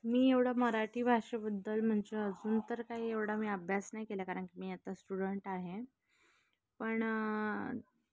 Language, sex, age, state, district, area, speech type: Marathi, female, 18-30, Maharashtra, Nashik, urban, spontaneous